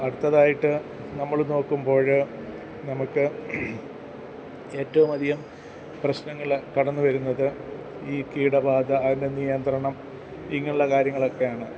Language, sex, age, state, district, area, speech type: Malayalam, male, 45-60, Kerala, Kottayam, urban, spontaneous